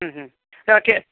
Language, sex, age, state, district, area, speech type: Sanskrit, male, 45-60, Karnataka, Bangalore Urban, urban, conversation